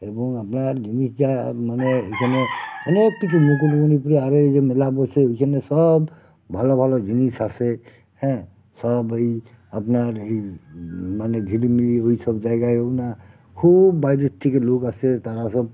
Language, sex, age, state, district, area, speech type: Bengali, male, 45-60, West Bengal, Uttar Dinajpur, rural, spontaneous